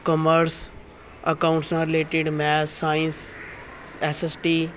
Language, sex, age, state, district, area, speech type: Punjabi, male, 30-45, Punjab, Tarn Taran, urban, spontaneous